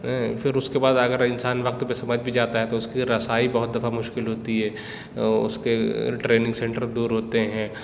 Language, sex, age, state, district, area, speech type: Urdu, male, 18-30, Uttar Pradesh, Lucknow, urban, spontaneous